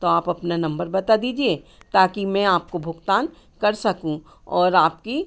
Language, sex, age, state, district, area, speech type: Hindi, female, 60+, Madhya Pradesh, Hoshangabad, urban, spontaneous